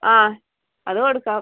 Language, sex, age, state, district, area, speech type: Malayalam, female, 18-30, Kerala, Kasaragod, rural, conversation